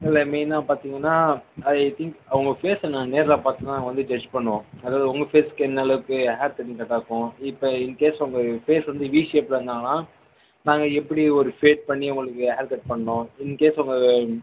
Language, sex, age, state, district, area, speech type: Tamil, male, 18-30, Tamil Nadu, Viluppuram, urban, conversation